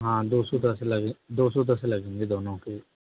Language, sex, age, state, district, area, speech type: Hindi, male, 18-30, Rajasthan, Jodhpur, rural, conversation